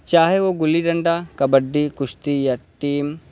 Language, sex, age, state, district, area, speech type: Urdu, male, 18-30, Uttar Pradesh, Balrampur, rural, spontaneous